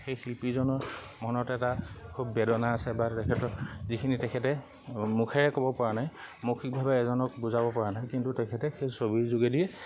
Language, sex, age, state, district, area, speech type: Assamese, male, 30-45, Assam, Lakhimpur, rural, spontaneous